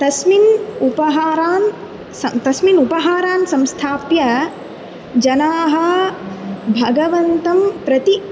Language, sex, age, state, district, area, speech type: Sanskrit, female, 18-30, Tamil Nadu, Kanchipuram, urban, spontaneous